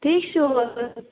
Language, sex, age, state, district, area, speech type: Kashmiri, female, 18-30, Jammu and Kashmir, Bandipora, rural, conversation